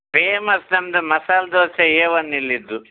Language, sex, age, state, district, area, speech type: Kannada, male, 60+, Karnataka, Udupi, rural, conversation